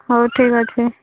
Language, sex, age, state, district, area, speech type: Odia, female, 18-30, Odisha, Subarnapur, urban, conversation